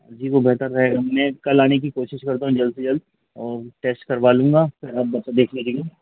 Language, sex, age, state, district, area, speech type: Hindi, male, 45-60, Madhya Pradesh, Hoshangabad, rural, conversation